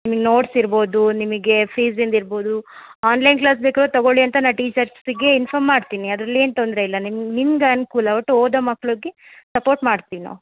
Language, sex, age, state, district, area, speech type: Kannada, female, 30-45, Karnataka, Chitradurga, rural, conversation